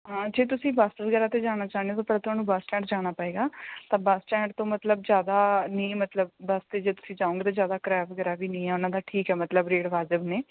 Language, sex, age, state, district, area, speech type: Punjabi, female, 18-30, Punjab, Bathinda, rural, conversation